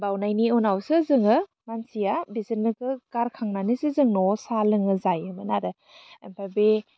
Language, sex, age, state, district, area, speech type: Bodo, female, 30-45, Assam, Udalguri, urban, spontaneous